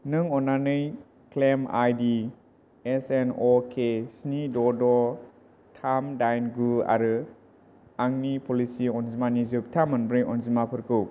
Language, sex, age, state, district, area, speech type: Bodo, male, 18-30, Assam, Kokrajhar, rural, read